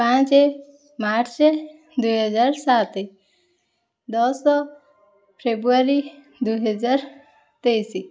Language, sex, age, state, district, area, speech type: Odia, female, 18-30, Odisha, Puri, urban, spontaneous